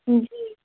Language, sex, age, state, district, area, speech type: Urdu, female, 30-45, Uttar Pradesh, Lucknow, urban, conversation